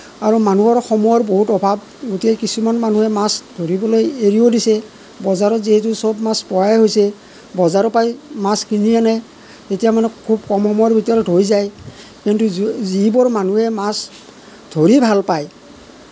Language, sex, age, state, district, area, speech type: Assamese, male, 45-60, Assam, Nalbari, rural, spontaneous